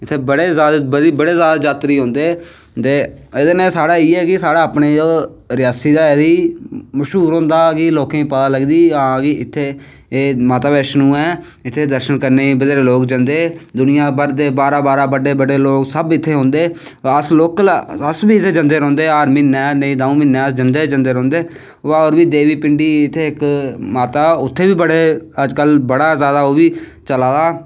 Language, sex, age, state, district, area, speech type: Dogri, male, 18-30, Jammu and Kashmir, Reasi, rural, spontaneous